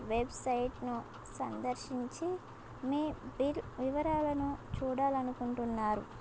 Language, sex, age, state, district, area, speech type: Telugu, female, 18-30, Telangana, Komaram Bheem, urban, spontaneous